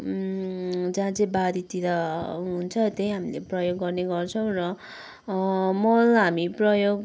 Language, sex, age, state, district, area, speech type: Nepali, male, 60+, West Bengal, Kalimpong, rural, spontaneous